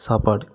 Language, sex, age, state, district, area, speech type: Tamil, male, 30-45, Tamil Nadu, Kallakurichi, urban, spontaneous